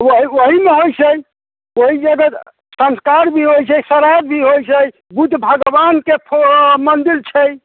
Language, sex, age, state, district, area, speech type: Maithili, male, 60+, Bihar, Muzaffarpur, rural, conversation